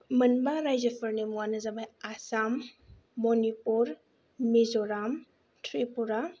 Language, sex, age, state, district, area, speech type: Bodo, female, 18-30, Assam, Kokrajhar, rural, spontaneous